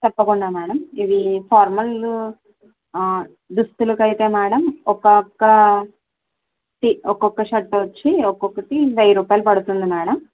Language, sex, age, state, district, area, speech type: Telugu, female, 18-30, Andhra Pradesh, Konaseema, rural, conversation